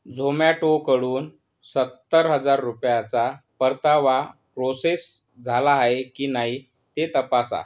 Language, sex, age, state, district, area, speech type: Marathi, male, 30-45, Maharashtra, Yavatmal, rural, read